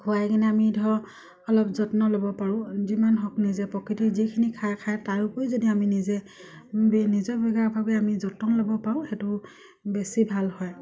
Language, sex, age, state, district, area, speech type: Assamese, female, 30-45, Assam, Dibrugarh, rural, spontaneous